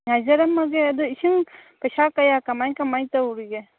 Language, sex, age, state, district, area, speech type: Manipuri, female, 45-60, Manipur, Kangpokpi, urban, conversation